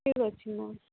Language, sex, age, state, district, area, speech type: Odia, female, 18-30, Odisha, Subarnapur, urban, conversation